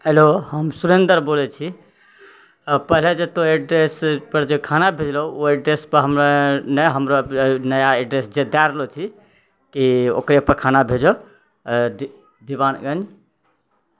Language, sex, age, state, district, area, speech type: Maithili, male, 60+, Bihar, Purnia, urban, spontaneous